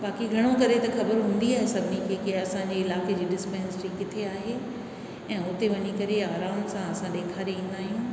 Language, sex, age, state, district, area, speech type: Sindhi, female, 60+, Rajasthan, Ajmer, urban, spontaneous